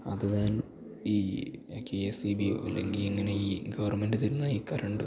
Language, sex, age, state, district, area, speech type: Malayalam, male, 18-30, Kerala, Idukki, rural, spontaneous